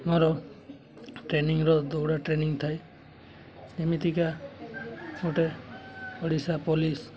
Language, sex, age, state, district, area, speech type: Odia, male, 18-30, Odisha, Mayurbhanj, rural, spontaneous